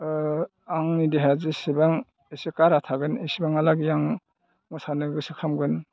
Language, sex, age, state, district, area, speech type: Bodo, male, 60+, Assam, Udalguri, rural, spontaneous